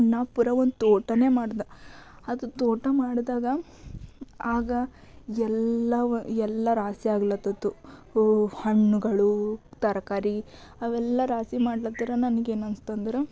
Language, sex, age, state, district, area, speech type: Kannada, female, 18-30, Karnataka, Bidar, urban, spontaneous